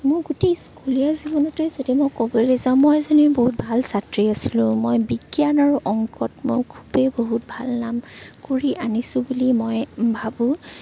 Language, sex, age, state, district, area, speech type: Assamese, female, 18-30, Assam, Morigaon, rural, spontaneous